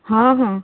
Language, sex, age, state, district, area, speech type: Odia, female, 18-30, Odisha, Rayagada, rural, conversation